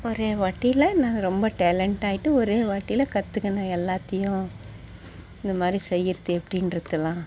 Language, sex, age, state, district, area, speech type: Tamil, female, 60+, Tamil Nadu, Mayiladuthurai, rural, spontaneous